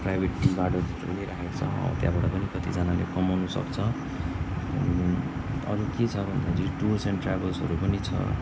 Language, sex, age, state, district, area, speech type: Nepali, male, 18-30, West Bengal, Darjeeling, rural, spontaneous